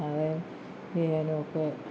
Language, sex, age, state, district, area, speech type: Malayalam, female, 60+, Kerala, Kollam, rural, spontaneous